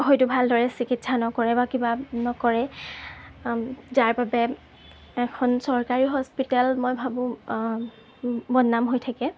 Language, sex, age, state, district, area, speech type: Assamese, female, 18-30, Assam, Golaghat, urban, spontaneous